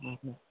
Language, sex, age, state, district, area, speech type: Marathi, male, 18-30, Maharashtra, Wardha, rural, conversation